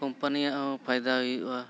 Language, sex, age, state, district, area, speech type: Santali, male, 45-60, Jharkhand, Bokaro, rural, spontaneous